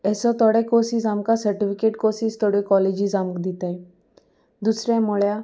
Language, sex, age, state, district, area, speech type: Goan Konkani, female, 18-30, Goa, Salcete, rural, spontaneous